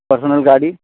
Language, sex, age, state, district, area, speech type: Hindi, male, 45-60, Uttar Pradesh, Hardoi, rural, conversation